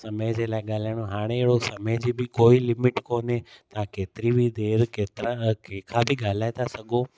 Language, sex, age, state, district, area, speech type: Sindhi, male, 30-45, Gujarat, Kutch, rural, spontaneous